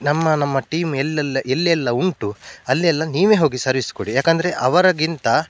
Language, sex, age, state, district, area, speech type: Kannada, male, 30-45, Karnataka, Udupi, rural, spontaneous